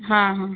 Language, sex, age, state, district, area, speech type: Marathi, female, 30-45, Maharashtra, Yavatmal, rural, conversation